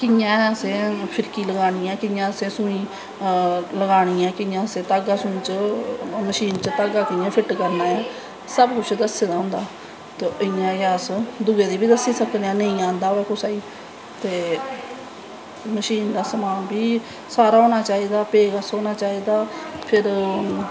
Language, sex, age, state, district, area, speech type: Dogri, female, 30-45, Jammu and Kashmir, Samba, rural, spontaneous